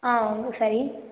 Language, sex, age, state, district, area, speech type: Tamil, female, 18-30, Tamil Nadu, Karur, rural, conversation